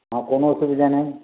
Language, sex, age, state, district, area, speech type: Bengali, male, 60+, West Bengal, Uttar Dinajpur, rural, conversation